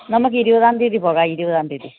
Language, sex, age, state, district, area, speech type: Malayalam, female, 45-60, Kerala, Kannur, rural, conversation